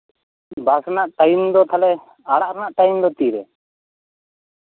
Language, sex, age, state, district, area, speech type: Santali, male, 30-45, West Bengal, Bankura, rural, conversation